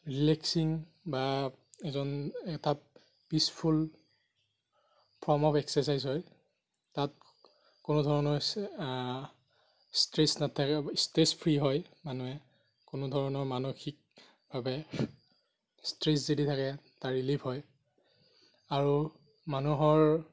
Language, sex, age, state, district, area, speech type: Assamese, male, 30-45, Assam, Darrang, rural, spontaneous